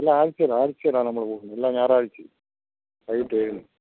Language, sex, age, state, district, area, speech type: Malayalam, male, 60+, Kerala, Kottayam, urban, conversation